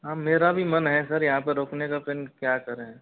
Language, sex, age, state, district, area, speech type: Hindi, male, 45-60, Rajasthan, Karauli, rural, conversation